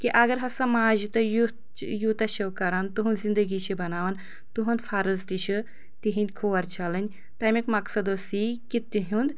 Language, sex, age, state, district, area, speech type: Kashmiri, female, 30-45, Jammu and Kashmir, Anantnag, rural, spontaneous